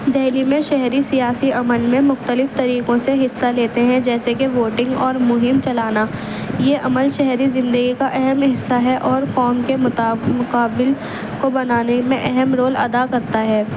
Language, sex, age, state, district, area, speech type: Urdu, female, 18-30, Delhi, East Delhi, urban, spontaneous